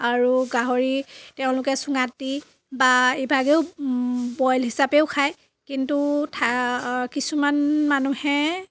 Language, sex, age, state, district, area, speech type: Assamese, female, 30-45, Assam, Dhemaji, rural, spontaneous